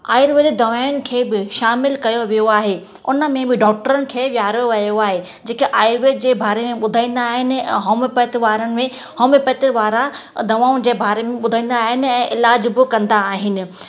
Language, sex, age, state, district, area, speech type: Sindhi, female, 30-45, Rajasthan, Ajmer, urban, spontaneous